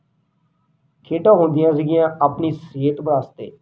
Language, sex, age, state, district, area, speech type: Punjabi, male, 30-45, Punjab, Rupnagar, rural, spontaneous